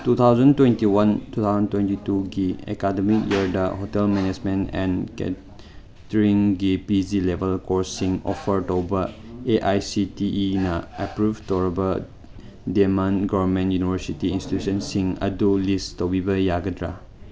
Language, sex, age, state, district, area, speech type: Manipuri, male, 18-30, Manipur, Chandel, rural, read